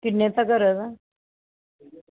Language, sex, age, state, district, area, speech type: Dogri, female, 60+, Jammu and Kashmir, Reasi, urban, conversation